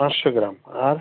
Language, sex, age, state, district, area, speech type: Bengali, male, 60+, West Bengal, Howrah, urban, conversation